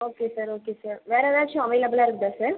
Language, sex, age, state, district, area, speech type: Tamil, female, 30-45, Tamil Nadu, Viluppuram, rural, conversation